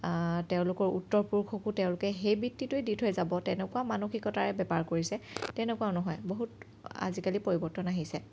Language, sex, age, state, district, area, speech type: Assamese, female, 30-45, Assam, Morigaon, rural, spontaneous